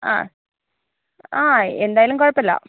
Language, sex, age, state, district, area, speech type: Malayalam, female, 60+, Kerala, Kozhikode, urban, conversation